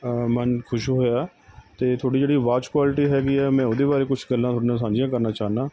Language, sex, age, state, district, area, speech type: Punjabi, male, 30-45, Punjab, Mohali, rural, spontaneous